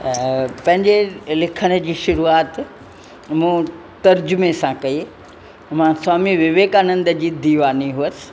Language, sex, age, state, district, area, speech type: Sindhi, female, 60+, Rajasthan, Ajmer, urban, spontaneous